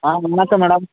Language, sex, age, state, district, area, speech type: Tamil, male, 18-30, Tamil Nadu, Tirunelveli, rural, conversation